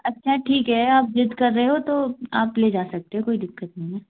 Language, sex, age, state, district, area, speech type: Hindi, female, 18-30, Madhya Pradesh, Gwalior, rural, conversation